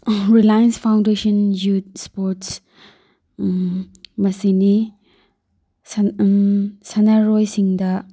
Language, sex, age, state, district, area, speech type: Manipuri, female, 30-45, Manipur, Tengnoupal, rural, spontaneous